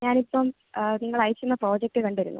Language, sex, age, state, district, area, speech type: Malayalam, female, 18-30, Kerala, Thiruvananthapuram, rural, conversation